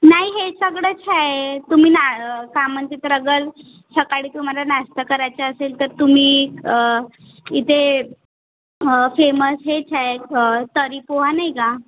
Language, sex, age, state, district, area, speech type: Marathi, female, 18-30, Maharashtra, Nagpur, urban, conversation